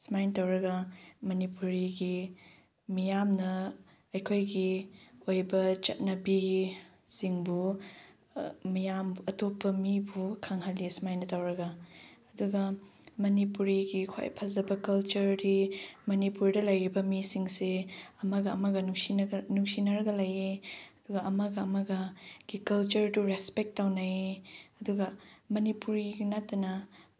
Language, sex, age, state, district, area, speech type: Manipuri, female, 18-30, Manipur, Chandel, rural, spontaneous